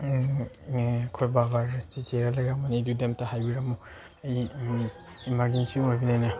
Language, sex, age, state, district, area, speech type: Manipuri, male, 18-30, Manipur, Chandel, rural, spontaneous